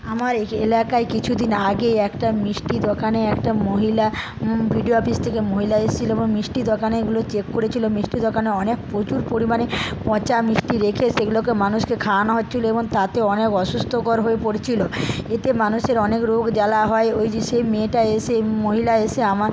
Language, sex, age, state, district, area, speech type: Bengali, female, 30-45, West Bengal, Paschim Medinipur, rural, spontaneous